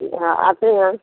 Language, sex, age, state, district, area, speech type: Hindi, female, 60+, Bihar, Samastipur, rural, conversation